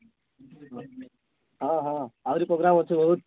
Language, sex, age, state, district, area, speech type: Odia, male, 30-45, Odisha, Malkangiri, urban, conversation